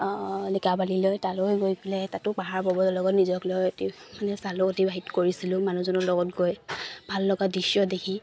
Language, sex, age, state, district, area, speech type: Assamese, female, 18-30, Assam, Charaideo, rural, spontaneous